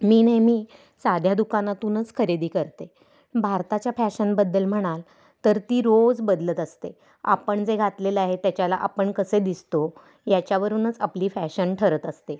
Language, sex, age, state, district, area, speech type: Marathi, female, 45-60, Maharashtra, Kolhapur, urban, spontaneous